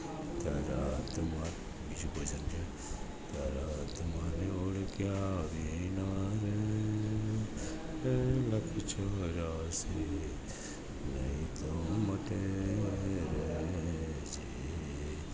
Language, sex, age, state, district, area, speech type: Gujarati, male, 60+, Gujarat, Narmada, rural, spontaneous